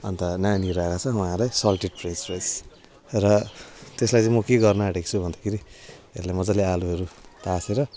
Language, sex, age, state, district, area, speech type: Nepali, male, 30-45, West Bengal, Jalpaiguri, urban, spontaneous